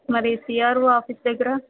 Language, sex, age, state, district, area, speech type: Telugu, female, 30-45, Andhra Pradesh, Vizianagaram, rural, conversation